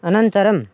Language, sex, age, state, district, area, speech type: Sanskrit, male, 18-30, Karnataka, Raichur, urban, spontaneous